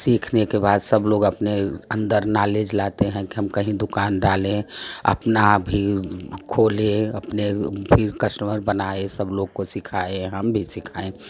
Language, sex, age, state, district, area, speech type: Hindi, female, 60+, Uttar Pradesh, Prayagraj, rural, spontaneous